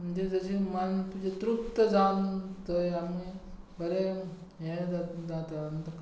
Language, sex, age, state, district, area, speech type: Goan Konkani, male, 45-60, Goa, Tiswadi, rural, spontaneous